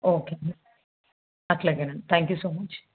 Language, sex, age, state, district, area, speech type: Telugu, female, 30-45, Andhra Pradesh, Krishna, urban, conversation